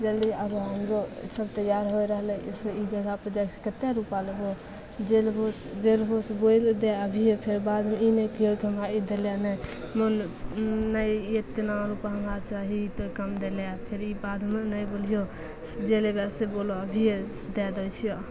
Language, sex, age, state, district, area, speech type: Maithili, female, 18-30, Bihar, Begusarai, rural, spontaneous